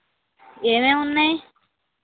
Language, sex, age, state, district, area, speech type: Telugu, female, 18-30, Andhra Pradesh, Krishna, urban, conversation